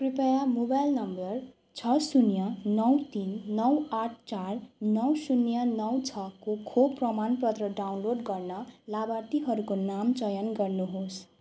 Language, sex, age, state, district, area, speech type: Nepali, female, 18-30, West Bengal, Darjeeling, rural, read